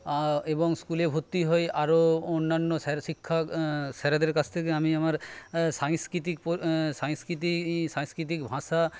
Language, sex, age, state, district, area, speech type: Bengali, male, 30-45, West Bengal, Paschim Medinipur, rural, spontaneous